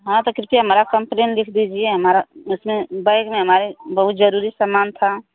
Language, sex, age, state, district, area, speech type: Hindi, female, 45-60, Uttar Pradesh, Mau, rural, conversation